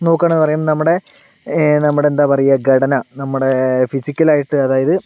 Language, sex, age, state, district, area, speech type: Malayalam, male, 18-30, Kerala, Palakkad, rural, spontaneous